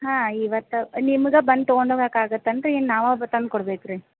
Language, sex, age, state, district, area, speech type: Kannada, female, 30-45, Karnataka, Gadag, rural, conversation